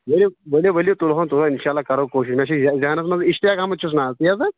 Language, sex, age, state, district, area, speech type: Kashmiri, male, 30-45, Jammu and Kashmir, Kulgam, rural, conversation